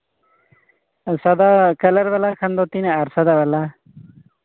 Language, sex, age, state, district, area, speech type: Santali, male, 30-45, Jharkhand, Seraikela Kharsawan, rural, conversation